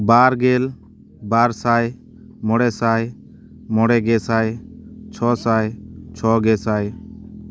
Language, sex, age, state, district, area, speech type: Santali, male, 30-45, West Bengal, Paschim Bardhaman, rural, spontaneous